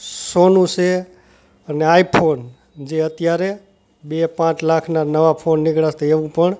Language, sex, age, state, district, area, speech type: Gujarati, male, 45-60, Gujarat, Rajkot, rural, spontaneous